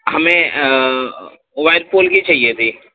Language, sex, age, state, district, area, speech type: Urdu, male, 30-45, Uttar Pradesh, Gautam Buddha Nagar, rural, conversation